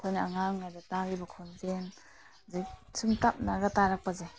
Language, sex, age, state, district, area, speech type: Manipuri, female, 30-45, Manipur, Imphal East, rural, spontaneous